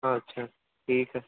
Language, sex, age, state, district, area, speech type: Urdu, male, 30-45, Bihar, Gaya, urban, conversation